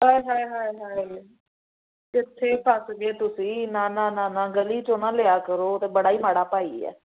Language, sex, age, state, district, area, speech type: Punjabi, female, 30-45, Punjab, Amritsar, urban, conversation